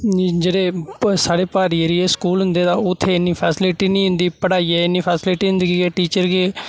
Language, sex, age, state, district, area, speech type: Dogri, male, 30-45, Jammu and Kashmir, Udhampur, rural, spontaneous